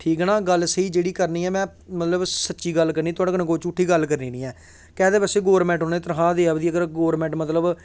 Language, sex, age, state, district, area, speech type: Dogri, male, 18-30, Jammu and Kashmir, Samba, rural, spontaneous